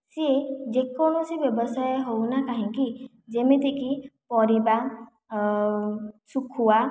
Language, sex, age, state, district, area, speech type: Odia, female, 45-60, Odisha, Khordha, rural, spontaneous